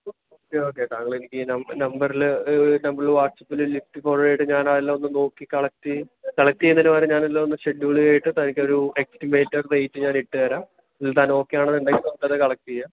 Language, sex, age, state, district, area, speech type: Malayalam, male, 30-45, Kerala, Alappuzha, rural, conversation